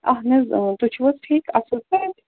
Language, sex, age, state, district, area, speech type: Kashmiri, female, 45-60, Jammu and Kashmir, Srinagar, urban, conversation